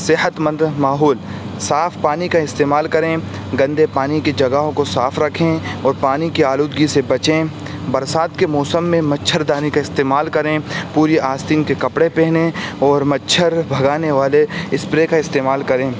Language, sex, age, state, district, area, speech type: Urdu, male, 18-30, Uttar Pradesh, Saharanpur, urban, spontaneous